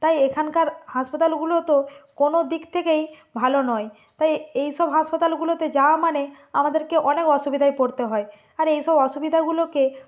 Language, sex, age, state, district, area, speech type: Bengali, female, 45-60, West Bengal, Nadia, rural, spontaneous